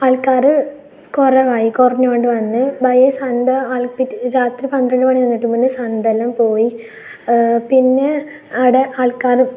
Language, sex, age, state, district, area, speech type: Malayalam, female, 18-30, Kerala, Kasaragod, rural, spontaneous